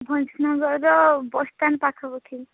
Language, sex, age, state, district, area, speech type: Odia, female, 18-30, Odisha, Ganjam, urban, conversation